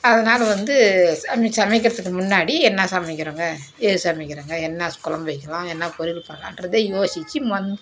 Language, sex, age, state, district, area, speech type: Tamil, female, 60+, Tamil Nadu, Dharmapuri, urban, spontaneous